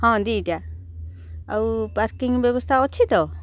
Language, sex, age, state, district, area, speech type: Odia, female, 45-60, Odisha, Kendrapara, urban, spontaneous